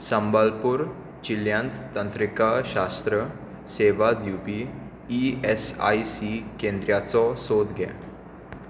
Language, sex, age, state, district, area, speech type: Goan Konkani, male, 18-30, Goa, Tiswadi, rural, read